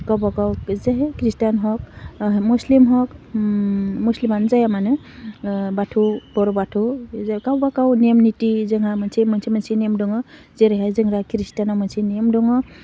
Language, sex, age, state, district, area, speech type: Bodo, female, 45-60, Assam, Udalguri, urban, spontaneous